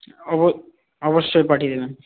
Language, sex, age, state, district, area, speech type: Bengali, male, 18-30, West Bengal, Paschim Bardhaman, rural, conversation